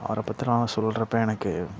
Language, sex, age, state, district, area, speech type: Tamil, male, 18-30, Tamil Nadu, Nagapattinam, rural, spontaneous